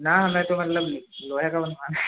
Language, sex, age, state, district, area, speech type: Urdu, male, 18-30, Uttar Pradesh, Rampur, urban, conversation